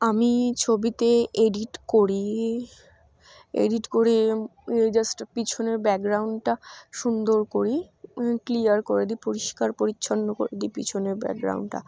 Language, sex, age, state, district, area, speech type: Bengali, female, 18-30, West Bengal, Dakshin Dinajpur, urban, spontaneous